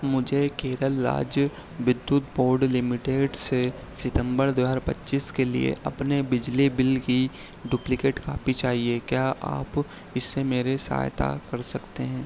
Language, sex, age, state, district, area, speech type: Hindi, male, 30-45, Madhya Pradesh, Harda, urban, read